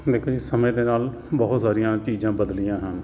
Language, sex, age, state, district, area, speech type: Punjabi, male, 45-60, Punjab, Jalandhar, urban, spontaneous